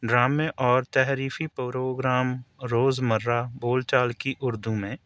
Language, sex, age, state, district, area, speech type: Urdu, male, 30-45, Delhi, New Delhi, urban, spontaneous